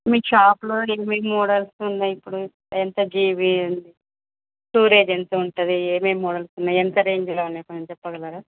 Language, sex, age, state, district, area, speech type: Telugu, female, 30-45, Telangana, Medak, urban, conversation